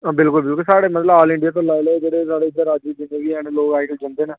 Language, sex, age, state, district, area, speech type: Dogri, male, 18-30, Jammu and Kashmir, Jammu, urban, conversation